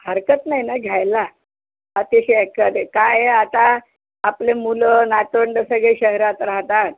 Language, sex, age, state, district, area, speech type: Marathi, female, 60+, Maharashtra, Yavatmal, urban, conversation